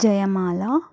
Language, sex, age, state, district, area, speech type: Telugu, female, 30-45, Telangana, Mancherial, rural, spontaneous